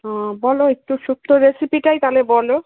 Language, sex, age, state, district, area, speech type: Bengali, female, 60+, West Bengal, Kolkata, urban, conversation